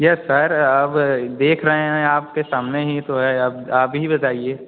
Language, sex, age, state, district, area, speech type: Hindi, male, 18-30, Uttar Pradesh, Mirzapur, rural, conversation